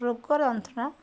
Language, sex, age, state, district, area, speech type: Odia, female, 45-60, Odisha, Jagatsinghpur, rural, spontaneous